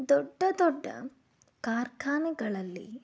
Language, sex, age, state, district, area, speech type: Kannada, female, 30-45, Karnataka, Shimoga, rural, spontaneous